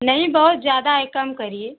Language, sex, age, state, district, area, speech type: Hindi, female, 45-60, Uttar Pradesh, Mau, urban, conversation